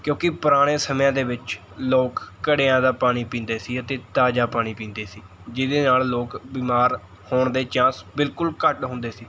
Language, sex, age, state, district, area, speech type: Punjabi, male, 18-30, Punjab, Mohali, rural, spontaneous